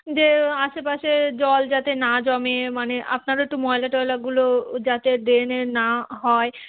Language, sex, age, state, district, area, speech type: Bengali, female, 30-45, West Bengal, Darjeeling, urban, conversation